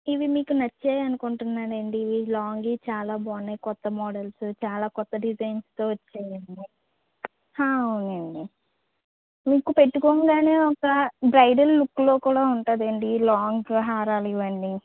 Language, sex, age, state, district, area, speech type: Telugu, female, 30-45, Andhra Pradesh, West Godavari, rural, conversation